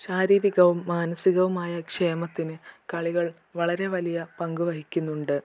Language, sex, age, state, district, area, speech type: Malayalam, female, 18-30, Kerala, Malappuram, urban, spontaneous